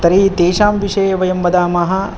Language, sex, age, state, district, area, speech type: Sanskrit, male, 30-45, Telangana, Ranga Reddy, urban, spontaneous